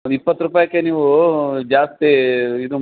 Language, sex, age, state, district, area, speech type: Kannada, male, 60+, Karnataka, Bellary, rural, conversation